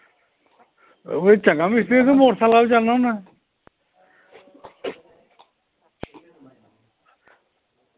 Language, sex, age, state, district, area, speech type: Dogri, male, 45-60, Jammu and Kashmir, Samba, rural, conversation